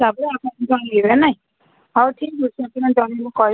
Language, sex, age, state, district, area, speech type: Odia, female, 45-60, Odisha, Sundergarh, urban, conversation